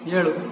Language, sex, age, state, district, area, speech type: Kannada, male, 45-60, Karnataka, Udupi, rural, read